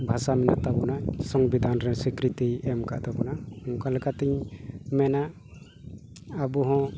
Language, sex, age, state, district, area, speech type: Santali, male, 45-60, West Bengal, Malda, rural, spontaneous